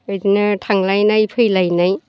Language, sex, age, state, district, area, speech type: Bodo, female, 60+, Assam, Chirang, urban, spontaneous